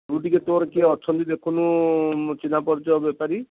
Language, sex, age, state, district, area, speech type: Odia, male, 45-60, Odisha, Nayagarh, rural, conversation